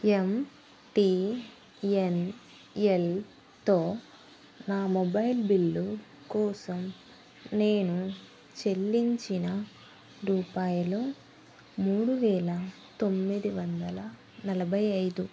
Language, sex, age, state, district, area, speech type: Telugu, female, 30-45, Telangana, Adilabad, rural, read